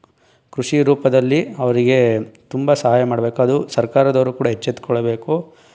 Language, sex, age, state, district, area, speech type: Kannada, male, 18-30, Karnataka, Tumkur, rural, spontaneous